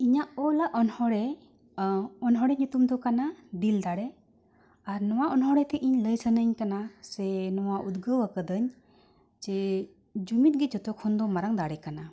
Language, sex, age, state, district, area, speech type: Santali, female, 45-60, Jharkhand, Bokaro, rural, spontaneous